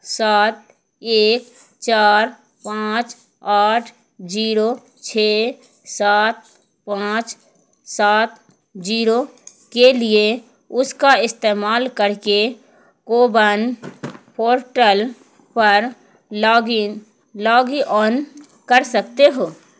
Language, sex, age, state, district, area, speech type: Urdu, female, 45-60, Bihar, Khagaria, rural, read